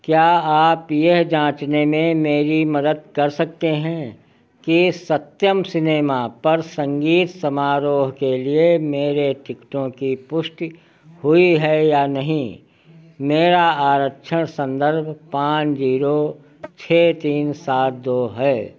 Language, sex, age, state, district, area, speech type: Hindi, male, 60+, Uttar Pradesh, Sitapur, rural, read